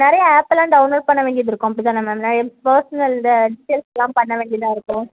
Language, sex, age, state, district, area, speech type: Tamil, female, 18-30, Tamil Nadu, Kanyakumari, rural, conversation